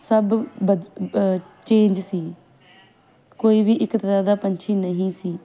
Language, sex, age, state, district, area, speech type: Punjabi, female, 18-30, Punjab, Ludhiana, urban, spontaneous